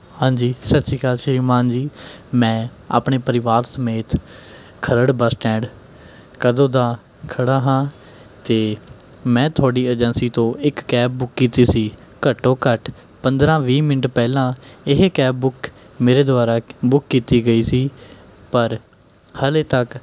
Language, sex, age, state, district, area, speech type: Punjabi, male, 18-30, Punjab, Mohali, urban, spontaneous